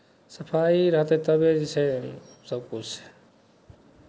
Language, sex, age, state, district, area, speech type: Maithili, male, 45-60, Bihar, Madhepura, rural, spontaneous